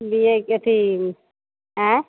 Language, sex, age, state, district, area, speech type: Maithili, female, 30-45, Bihar, Begusarai, rural, conversation